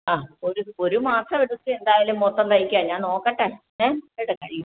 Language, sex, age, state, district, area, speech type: Malayalam, female, 60+, Kerala, Alappuzha, rural, conversation